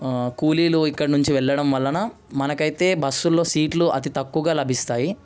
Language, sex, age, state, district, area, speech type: Telugu, male, 18-30, Telangana, Ranga Reddy, urban, spontaneous